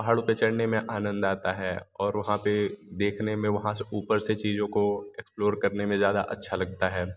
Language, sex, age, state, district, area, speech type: Hindi, male, 18-30, Uttar Pradesh, Varanasi, rural, spontaneous